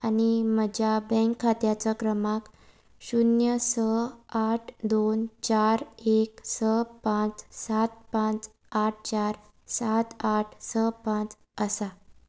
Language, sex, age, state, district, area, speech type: Goan Konkani, female, 18-30, Goa, Salcete, rural, read